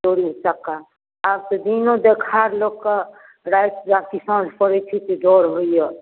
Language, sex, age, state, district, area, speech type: Maithili, female, 60+, Bihar, Darbhanga, rural, conversation